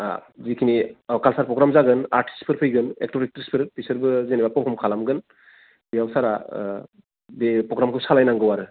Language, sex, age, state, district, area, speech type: Bodo, male, 30-45, Assam, Baksa, rural, conversation